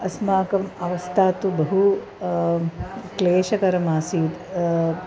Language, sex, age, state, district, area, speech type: Sanskrit, female, 30-45, Kerala, Ernakulam, urban, spontaneous